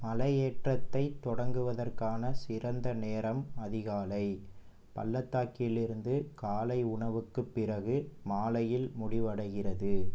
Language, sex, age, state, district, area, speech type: Tamil, male, 18-30, Tamil Nadu, Pudukkottai, rural, read